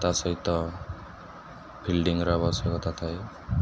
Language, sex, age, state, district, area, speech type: Odia, male, 18-30, Odisha, Sundergarh, urban, spontaneous